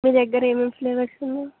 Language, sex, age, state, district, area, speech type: Telugu, female, 18-30, Telangana, Jayashankar, urban, conversation